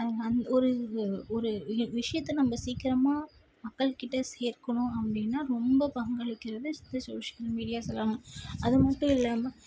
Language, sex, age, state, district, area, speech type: Tamil, female, 18-30, Tamil Nadu, Tirupattur, urban, spontaneous